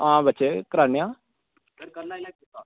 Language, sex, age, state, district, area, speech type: Dogri, male, 18-30, Jammu and Kashmir, Kathua, rural, conversation